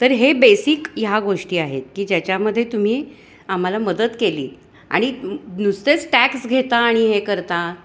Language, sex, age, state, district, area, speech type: Marathi, female, 60+, Maharashtra, Kolhapur, urban, spontaneous